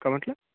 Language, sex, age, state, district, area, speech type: Marathi, male, 18-30, Maharashtra, Gadchiroli, rural, conversation